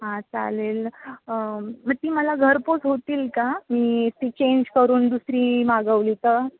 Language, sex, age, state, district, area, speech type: Marathi, female, 18-30, Maharashtra, Sindhudurg, rural, conversation